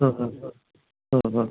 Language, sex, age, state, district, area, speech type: Bengali, male, 45-60, West Bengal, Paschim Bardhaman, urban, conversation